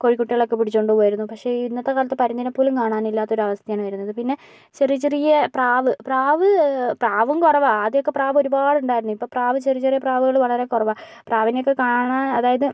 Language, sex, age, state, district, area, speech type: Malayalam, female, 60+, Kerala, Kozhikode, urban, spontaneous